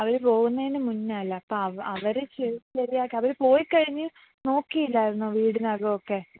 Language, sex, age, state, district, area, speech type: Malayalam, female, 18-30, Kerala, Pathanamthitta, rural, conversation